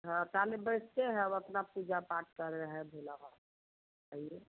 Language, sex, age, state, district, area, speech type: Hindi, female, 45-60, Bihar, Samastipur, rural, conversation